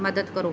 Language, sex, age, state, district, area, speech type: Punjabi, female, 30-45, Punjab, Mansa, rural, read